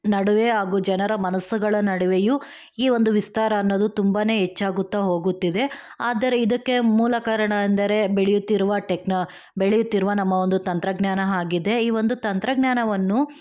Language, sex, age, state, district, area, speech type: Kannada, female, 18-30, Karnataka, Chikkaballapur, rural, spontaneous